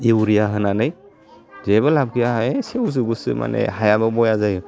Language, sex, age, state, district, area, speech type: Bodo, male, 30-45, Assam, Udalguri, rural, spontaneous